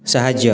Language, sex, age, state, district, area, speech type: Odia, male, 30-45, Odisha, Kalahandi, rural, read